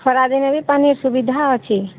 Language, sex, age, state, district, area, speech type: Odia, female, 45-60, Odisha, Sambalpur, rural, conversation